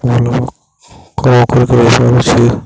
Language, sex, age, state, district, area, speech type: Odia, male, 18-30, Odisha, Nuapada, urban, spontaneous